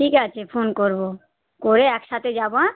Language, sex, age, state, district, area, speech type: Bengali, female, 45-60, West Bengal, South 24 Parganas, rural, conversation